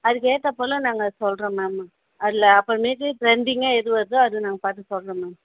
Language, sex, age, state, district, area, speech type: Tamil, female, 18-30, Tamil Nadu, Chennai, urban, conversation